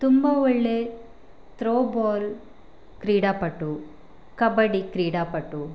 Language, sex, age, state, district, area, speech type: Kannada, female, 30-45, Karnataka, Chitradurga, rural, spontaneous